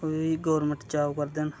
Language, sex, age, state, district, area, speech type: Dogri, male, 30-45, Jammu and Kashmir, Reasi, rural, spontaneous